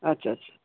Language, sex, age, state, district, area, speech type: Bengali, male, 60+, West Bengal, Purba Bardhaman, urban, conversation